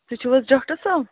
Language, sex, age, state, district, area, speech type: Kashmiri, female, 45-60, Jammu and Kashmir, Srinagar, urban, conversation